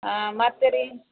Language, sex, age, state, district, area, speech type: Kannada, female, 30-45, Karnataka, Koppal, rural, conversation